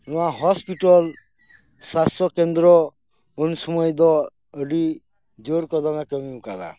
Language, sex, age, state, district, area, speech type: Santali, male, 45-60, West Bengal, Birbhum, rural, spontaneous